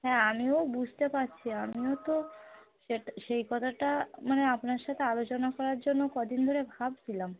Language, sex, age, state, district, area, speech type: Bengali, female, 30-45, West Bengal, Darjeeling, urban, conversation